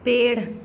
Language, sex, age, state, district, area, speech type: Hindi, female, 18-30, Madhya Pradesh, Narsinghpur, rural, read